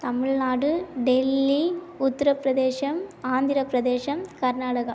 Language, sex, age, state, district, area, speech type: Tamil, female, 18-30, Tamil Nadu, Tiruvannamalai, urban, spontaneous